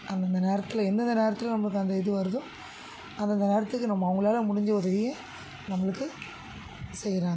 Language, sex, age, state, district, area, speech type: Tamil, female, 30-45, Tamil Nadu, Tiruvallur, urban, spontaneous